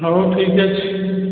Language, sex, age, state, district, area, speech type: Odia, male, 45-60, Odisha, Balasore, rural, conversation